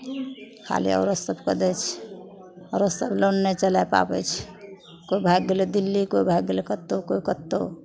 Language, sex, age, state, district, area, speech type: Maithili, female, 45-60, Bihar, Madhepura, rural, spontaneous